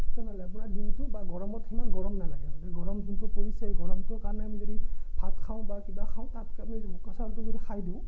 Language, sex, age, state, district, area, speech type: Assamese, male, 30-45, Assam, Morigaon, rural, spontaneous